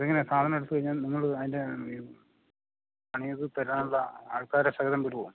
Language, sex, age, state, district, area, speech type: Malayalam, male, 60+, Kerala, Idukki, rural, conversation